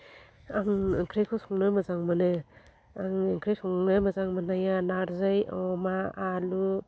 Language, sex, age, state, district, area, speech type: Bodo, female, 60+, Assam, Chirang, rural, spontaneous